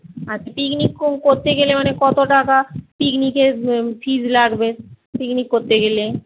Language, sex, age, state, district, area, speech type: Bengali, female, 45-60, West Bengal, Paschim Medinipur, rural, conversation